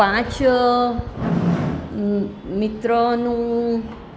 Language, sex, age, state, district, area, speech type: Gujarati, female, 60+, Gujarat, Surat, urban, spontaneous